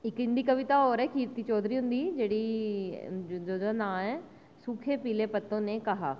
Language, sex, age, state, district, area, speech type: Dogri, female, 30-45, Jammu and Kashmir, Jammu, urban, spontaneous